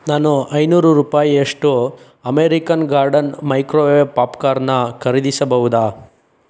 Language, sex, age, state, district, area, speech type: Kannada, male, 30-45, Karnataka, Chikkaballapur, rural, read